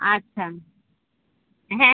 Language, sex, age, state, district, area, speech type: Bengali, female, 45-60, West Bengal, North 24 Parganas, urban, conversation